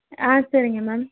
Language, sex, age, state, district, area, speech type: Tamil, female, 30-45, Tamil Nadu, Thoothukudi, urban, conversation